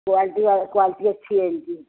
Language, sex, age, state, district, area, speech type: Urdu, female, 30-45, Uttar Pradesh, Ghaziabad, rural, conversation